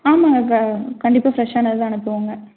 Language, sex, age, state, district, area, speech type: Tamil, female, 18-30, Tamil Nadu, Erode, rural, conversation